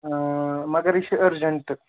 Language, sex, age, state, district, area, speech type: Kashmiri, male, 18-30, Jammu and Kashmir, Baramulla, rural, conversation